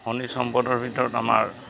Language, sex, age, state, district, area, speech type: Assamese, male, 45-60, Assam, Goalpara, urban, spontaneous